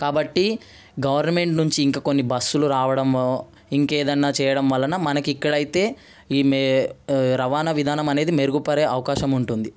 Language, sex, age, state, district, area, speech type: Telugu, male, 18-30, Telangana, Ranga Reddy, urban, spontaneous